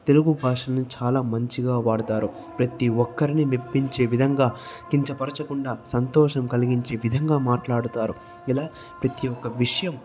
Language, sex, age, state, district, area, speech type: Telugu, male, 30-45, Andhra Pradesh, Chittoor, rural, spontaneous